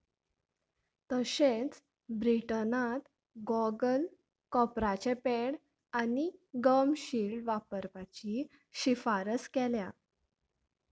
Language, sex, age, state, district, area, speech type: Goan Konkani, female, 18-30, Goa, Canacona, rural, read